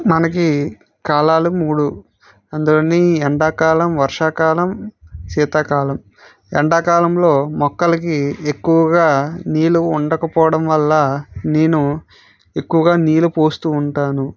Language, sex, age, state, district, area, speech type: Telugu, male, 30-45, Andhra Pradesh, Vizianagaram, rural, spontaneous